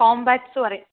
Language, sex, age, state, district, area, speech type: Malayalam, female, 18-30, Kerala, Palakkad, rural, conversation